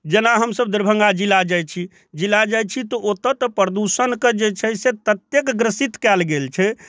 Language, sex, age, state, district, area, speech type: Maithili, male, 45-60, Bihar, Darbhanga, rural, spontaneous